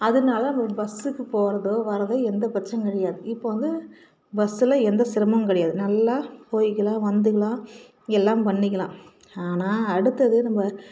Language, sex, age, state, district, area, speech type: Tamil, female, 45-60, Tamil Nadu, Salem, rural, spontaneous